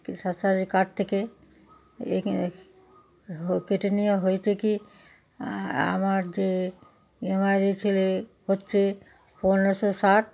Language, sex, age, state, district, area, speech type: Bengali, female, 60+, West Bengal, Darjeeling, rural, spontaneous